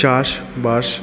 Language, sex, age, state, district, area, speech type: Bengali, male, 30-45, West Bengal, Paschim Bardhaman, urban, spontaneous